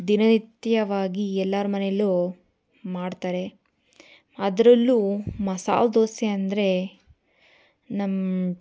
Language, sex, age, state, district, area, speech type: Kannada, female, 18-30, Karnataka, Tumkur, urban, spontaneous